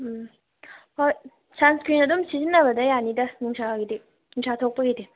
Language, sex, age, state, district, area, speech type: Manipuri, female, 18-30, Manipur, Thoubal, rural, conversation